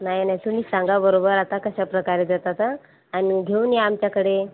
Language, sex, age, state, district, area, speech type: Marathi, female, 18-30, Maharashtra, Buldhana, rural, conversation